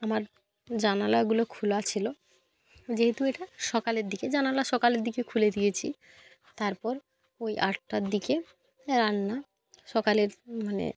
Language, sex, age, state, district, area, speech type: Bengali, female, 18-30, West Bengal, North 24 Parganas, rural, spontaneous